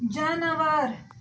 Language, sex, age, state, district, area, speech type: Kashmiri, female, 18-30, Jammu and Kashmir, Budgam, rural, read